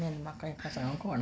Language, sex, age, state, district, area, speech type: Goan Konkani, female, 45-60, Goa, Quepem, rural, spontaneous